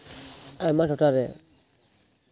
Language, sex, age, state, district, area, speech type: Santali, male, 18-30, West Bengal, Purulia, rural, spontaneous